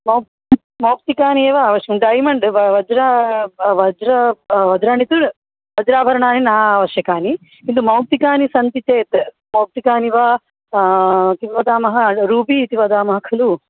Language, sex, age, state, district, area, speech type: Sanskrit, female, 30-45, Andhra Pradesh, Krishna, urban, conversation